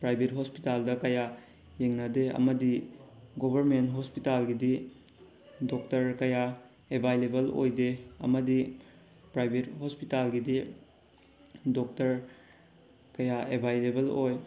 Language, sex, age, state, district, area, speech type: Manipuri, male, 18-30, Manipur, Bishnupur, rural, spontaneous